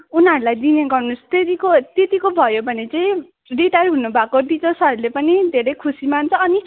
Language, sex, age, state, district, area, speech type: Nepali, female, 18-30, West Bengal, Darjeeling, rural, conversation